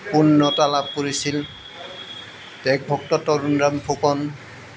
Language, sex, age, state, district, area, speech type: Assamese, male, 60+, Assam, Goalpara, urban, spontaneous